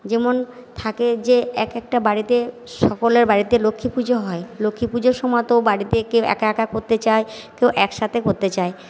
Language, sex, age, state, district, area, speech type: Bengali, female, 60+, West Bengal, Purba Bardhaman, urban, spontaneous